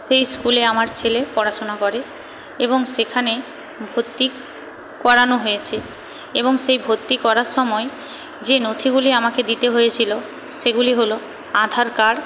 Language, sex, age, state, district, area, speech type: Bengali, female, 18-30, West Bengal, Paschim Medinipur, rural, spontaneous